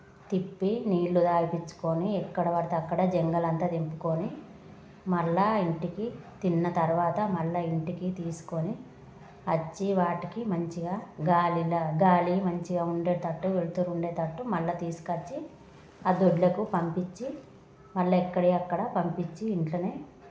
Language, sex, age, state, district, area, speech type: Telugu, female, 30-45, Telangana, Jagtial, rural, spontaneous